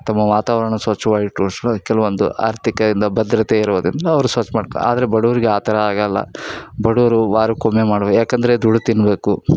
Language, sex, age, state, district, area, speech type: Kannada, male, 30-45, Karnataka, Koppal, rural, spontaneous